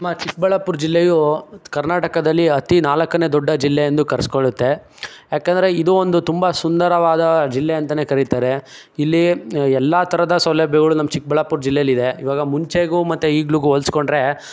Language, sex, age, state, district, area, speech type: Kannada, male, 18-30, Karnataka, Chikkaballapur, rural, spontaneous